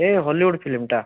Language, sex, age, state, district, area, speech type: Odia, male, 45-60, Odisha, Bhadrak, rural, conversation